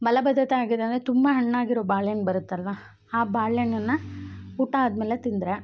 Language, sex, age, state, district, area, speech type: Kannada, female, 18-30, Karnataka, Chikkamagaluru, rural, spontaneous